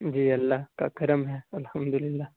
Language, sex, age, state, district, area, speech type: Urdu, male, 18-30, Bihar, Purnia, rural, conversation